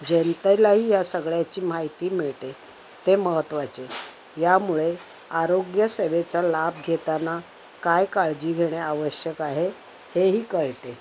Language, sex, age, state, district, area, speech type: Marathi, female, 60+, Maharashtra, Thane, urban, spontaneous